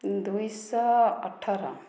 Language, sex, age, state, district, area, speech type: Odia, female, 30-45, Odisha, Dhenkanal, rural, spontaneous